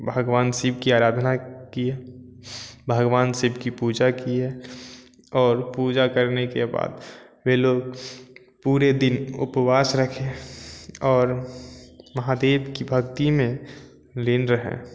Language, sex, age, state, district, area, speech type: Hindi, male, 18-30, Bihar, Samastipur, rural, spontaneous